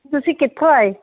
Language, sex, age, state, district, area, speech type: Punjabi, female, 45-60, Punjab, Firozpur, rural, conversation